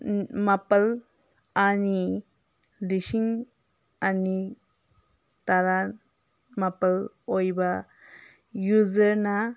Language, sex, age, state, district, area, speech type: Manipuri, female, 30-45, Manipur, Senapati, rural, read